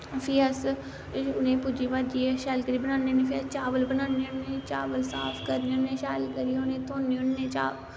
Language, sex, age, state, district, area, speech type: Dogri, female, 18-30, Jammu and Kashmir, Samba, rural, spontaneous